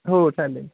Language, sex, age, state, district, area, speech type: Marathi, male, 18-30, Maharashtra, Osmanabad, rural, conversation